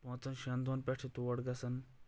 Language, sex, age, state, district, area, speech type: Kashmiri, male, 18-30, Jammu and Kashmir, Kulgam, rural, spontaneous